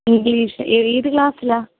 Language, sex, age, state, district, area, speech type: Malayalam, female, 18-30, Kerala, Pathanamthitta, rural, conversation